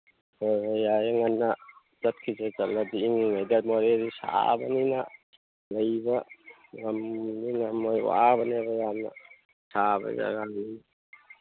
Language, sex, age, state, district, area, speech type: Manipuri, male, 30-45, Manipur, Thoubal, rural, conversation